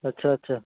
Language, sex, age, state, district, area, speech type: Urdu, male, 18-30, Uttar Pradesh, Saharanpur, urban, conversation